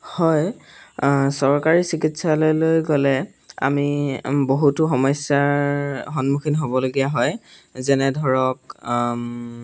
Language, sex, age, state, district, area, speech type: Assamese, male, 18-30, Assam, Golaghat, rural, spontaneous